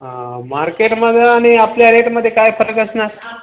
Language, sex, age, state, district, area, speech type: Marathi, male, 18-30, Maharashtra, Nanded, rural, conversation